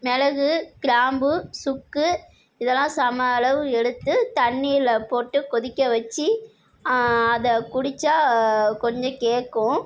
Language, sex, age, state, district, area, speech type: Tamil, female, 30-45, Tamil Nadu, Nagapattinam, rural, spontaneous